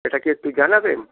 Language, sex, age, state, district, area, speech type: Bengali, male, 60+, West Bengal, Dakshin Dinajpur, rural, conversation